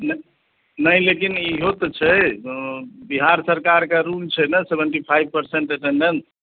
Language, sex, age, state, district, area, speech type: Maithili, male, 30-45, Bihar, Madhubani, rural, conversation